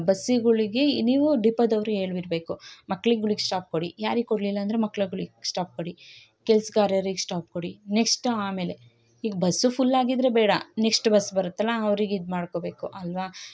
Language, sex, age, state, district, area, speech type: Kannada, female, 30-45, Karnataka, Chikkamagaluru, rural, spontaneous